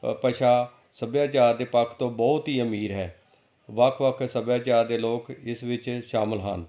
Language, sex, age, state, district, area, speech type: Punjabi, male, 45-60, Punjab, Amritsar, urban, spontaneous